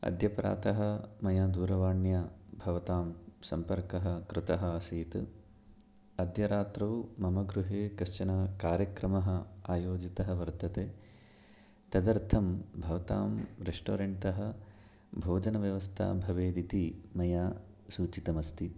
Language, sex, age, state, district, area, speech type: Sanskrit, male, 30-45, Karnataka, Chikkamagaluru, rural, spontaneous